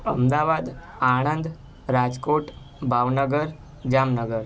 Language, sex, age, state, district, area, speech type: Gujarati, male, 18-30, Gujarat, Ahmedabad, urban, spontaneous